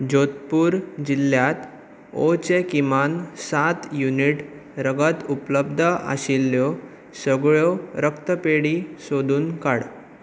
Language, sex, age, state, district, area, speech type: Goan Konkani, male, 18-30, Goa, Bardez, urban, read